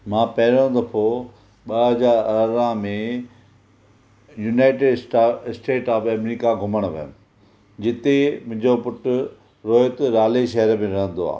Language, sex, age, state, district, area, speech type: Sindhi, male, 45-60, Maharashtra, Thane, urban, spontaneous